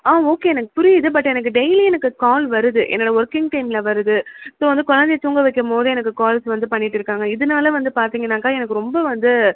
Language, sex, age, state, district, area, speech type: Tamil, female, 18-30, Tamil Nadu, Chengalpattu, urban, conversation